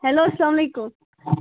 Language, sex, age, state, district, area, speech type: Kashmiri, other, 18-30, Jammu and Kashmir, Baramulla, rural, conversation